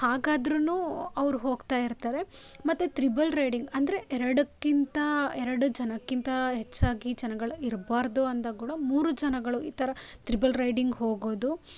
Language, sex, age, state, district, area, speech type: Kannada, female, 18-30, Karnataka, Chitradurga, rural, spontaneous